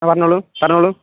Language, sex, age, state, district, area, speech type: Malayalam, male, 18-30, Kerala, Malappuram, rural, conversation